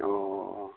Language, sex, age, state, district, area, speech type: Bodo, male, 45-60, Assam, Chirang, rural, conversation